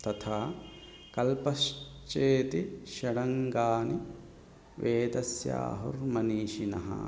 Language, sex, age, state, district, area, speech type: Sanskrit, male, 30-45, Telangana, Hyderabad, urban, spontaneous